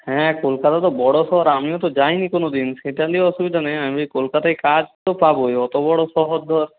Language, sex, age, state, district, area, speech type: Bengali, male, 60+, West Bengal, Nadia, rural, conversation